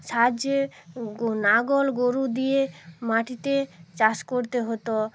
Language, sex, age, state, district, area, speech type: Bengali, female, 45-60, West Bengal, North 24 Parganas, rural, spontaneous